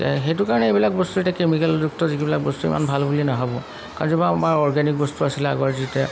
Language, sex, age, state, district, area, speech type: Assamese, male, 45-60, Assam, Golaghat, urban, spontaneous